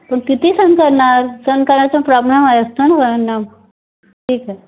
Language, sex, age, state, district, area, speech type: Marathi, female, 45-60, Maharashtra, Raigad, rural, conversation